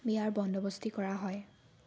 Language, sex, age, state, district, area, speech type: Assamese, female, 18-30, Assam, Sonitpur, rural, spontaneous